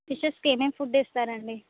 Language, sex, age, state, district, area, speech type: Telugu, female, 30-45, Telangana, Hanamkonda, urban, conversation